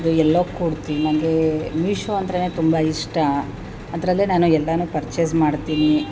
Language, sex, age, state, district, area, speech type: Kannada, female, 30-45, Karnataka, Chamarajanagar, rural, spontaneous